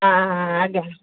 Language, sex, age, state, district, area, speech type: Odia, female, 45-60, Odisha, Sundergarh, rural, conversation